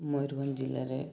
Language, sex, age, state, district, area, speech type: Odia, male, 18-30, Odisha, Mayurbhanj, rural, spontaneous